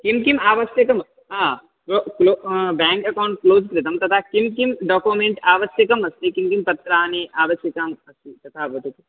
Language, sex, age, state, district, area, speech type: Sanskrit, male, 18-30, Bihar, Madhubani, rural, conversation